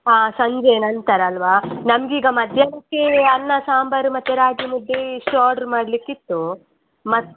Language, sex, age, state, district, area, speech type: Kannada, female, 18-30, Karnataka, Chitradurga, rural, conversation